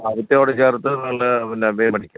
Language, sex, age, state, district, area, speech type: Malayalam, male, 60+, Kerala, Thiruvananthapuram, urban, conversation